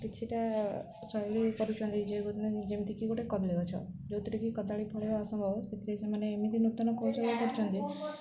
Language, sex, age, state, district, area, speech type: Odia, female, 18-30, Odisha, Jagatsinghpur, rural, spontaneous